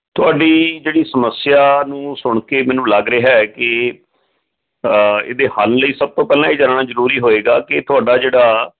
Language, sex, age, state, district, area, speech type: Punjabi, male, 45-60, Punjab, Fatehgarh Sahib, urban, conversation